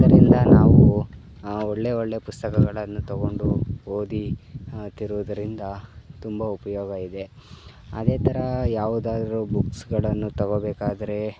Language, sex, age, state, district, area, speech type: Kannada, male, 18-30, Karnataka, Chikkaballapur, rural, spontaneous